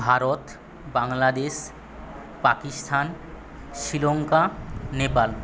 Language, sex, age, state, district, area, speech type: Bengali, male, 45-60, West Bengal, Paschim Medinipur, rural, spontaneous